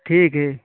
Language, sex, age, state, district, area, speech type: Hindi, male, 45-60, Uttar Pradesh, Prayagraj, rural, conversation